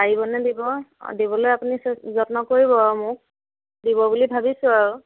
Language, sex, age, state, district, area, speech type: Assamese, female, 30-45, Assam, Majuli, urban, conversation